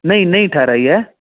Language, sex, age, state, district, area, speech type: Sindhi, male, 45-60, Gujarat, Kutch, urban, conversation